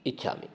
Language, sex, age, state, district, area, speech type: Sanskrit, male, 45-60, Karnataka, Shimoga, urban, spontaneous